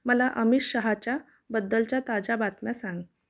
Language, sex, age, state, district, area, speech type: Marathi, female, 45-60, Maharashtra, Amravati, urban, read